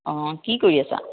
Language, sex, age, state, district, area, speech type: Assamese, female, 30-45, Assam, Biswanath, rural, conversation